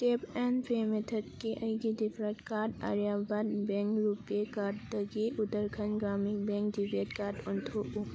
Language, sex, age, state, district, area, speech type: Manipuri, female, 18-30, Manipur, Thoubal, rural, read